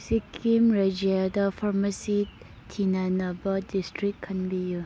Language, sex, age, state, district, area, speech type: Manipuri, female, 18-30, Manipur, Churachandpur, rural, read